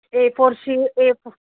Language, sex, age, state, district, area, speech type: Punjabi, female, 30-45, Punjab, Fazilka, urban, conversation